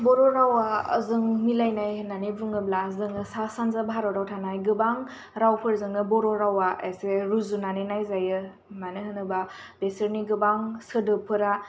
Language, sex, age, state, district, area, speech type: Bodo, female, 18-30, Assam, Kokrajhar, urban, spontaneous